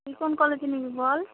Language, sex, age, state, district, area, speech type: Bengali, female, 45-60, West Bengal, South 24 Parganas, rural, conversation